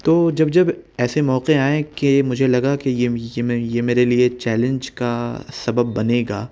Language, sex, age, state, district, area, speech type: Urdu, male, 18-30, Delhi, South Delhi, urban, spontaneous